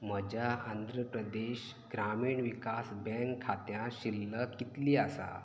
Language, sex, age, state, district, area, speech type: Goan Konkani, male, 30-45, Goa, Canacona, rural, read